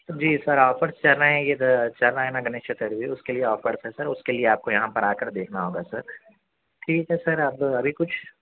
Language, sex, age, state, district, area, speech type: Urdu, male, 18-30, Telangana, Hyderabad, urban, conversation